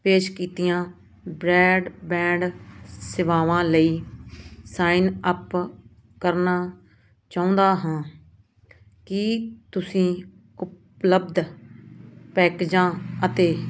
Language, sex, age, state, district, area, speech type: Punjabi, female, 30-45, Punjab, Muktsar, urban, read